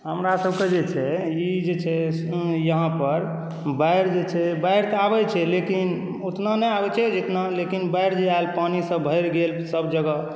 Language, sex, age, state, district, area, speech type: Maithili, male, 18-30, Bihar, Saharsa, rural, spontaneous